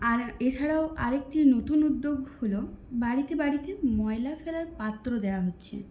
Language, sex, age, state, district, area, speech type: Bengali, female, 18-30, West Bengal, Purulia, urban, spontaneous